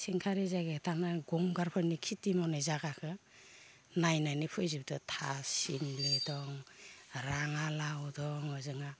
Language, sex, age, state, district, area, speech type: Bodo, female, 45-60, Assam, Baksa, rural, spontaneous